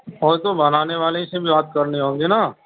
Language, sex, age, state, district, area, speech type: Urdu, male, 60+, Delhi, Central Delhi, rural, conversation